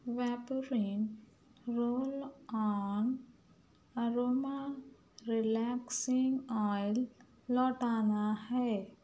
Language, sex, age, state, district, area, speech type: Urdu, female, 30-45, Telangana, Hyderabad, urban, read